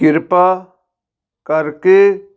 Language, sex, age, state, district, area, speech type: Punjabi, male, 45-60, Punjab, Fazilka, rural, read